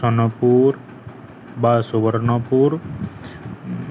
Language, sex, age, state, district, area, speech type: Odia, male, 30-45, Odisha, Balangir, urban, spontaneous